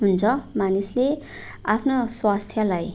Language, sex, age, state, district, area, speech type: Nepali, female, 45-60, West Bengal, Darjeeling, rural, spontaneous